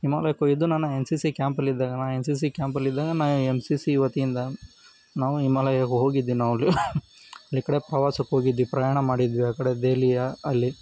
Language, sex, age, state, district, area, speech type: Kannada, male, 18-30, Karnataka, Koppal, rural, spontaneous